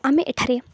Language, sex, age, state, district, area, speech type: Odia, female, 18-30, Odisha, Nabarangpur, urban, spontaneous